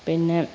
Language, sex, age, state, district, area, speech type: Malayalam, female, 45-60, Kerala, Alappuzha, rural, spontaneous